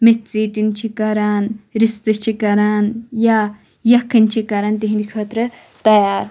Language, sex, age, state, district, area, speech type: Kashmiri, female, 18-30, Jammu and Kashmir, Shopian, rural, spontaneous